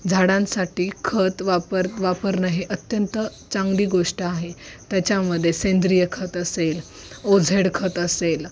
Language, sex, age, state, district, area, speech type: Marathi, female, 18-30, Maharashtra, Osmanabad, rural, spontaneous